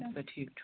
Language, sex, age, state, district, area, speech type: Kashmiri, male, 18-30, Jammu and Kashmir, Srinagar, urban, conversation